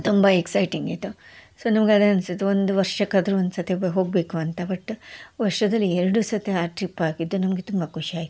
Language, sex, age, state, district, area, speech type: Kannada, female, 45-60, Karnataka, Koppal, urban, spontaneous